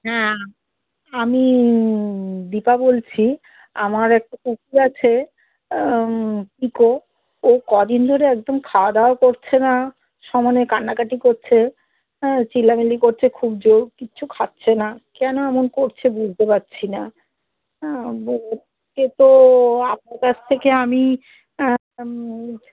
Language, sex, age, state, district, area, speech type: Bengali, female, 45-60, West Bengal, Darjeeling, rural, conversation